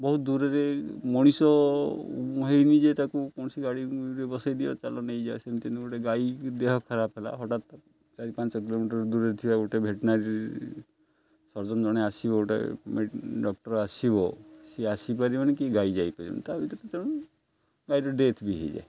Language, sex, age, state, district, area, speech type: Odia, male, 45-60, Odisha, Jagatsinghpur, urban, spontaneous